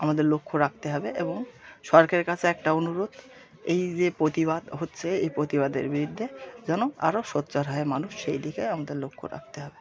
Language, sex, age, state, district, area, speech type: Bengali, male, 30-45, West Bengal, Birbhum, urban, spontaneous